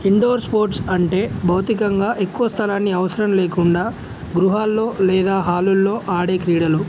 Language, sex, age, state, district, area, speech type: Telugu, male, 18-30, Telangana, Jangaon, rural, spontaneous